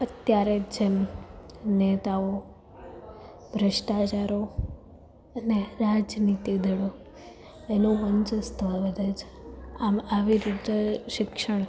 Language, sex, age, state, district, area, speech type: Gujarati, female, 18-30, Gujarat, Rajkot, urban, spontaneous